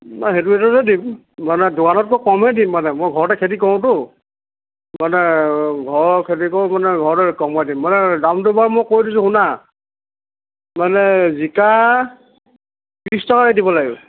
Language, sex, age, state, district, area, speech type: Assamese, male, 60+, Assam, Tinsukia, rural, conversation